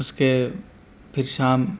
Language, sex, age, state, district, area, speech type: Urdu, male, 18-30, Delhi, Central Delhi, urban, spontaneous